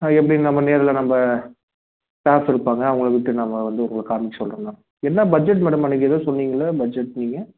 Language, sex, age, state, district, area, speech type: Tamil, male, 30-45, Tamil Nadu, Salem, urban, conversation